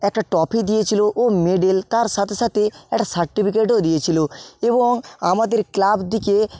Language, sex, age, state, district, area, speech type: Bengali, male, 30-45, West Bengal, Purba Medinipur, rural, spontaneous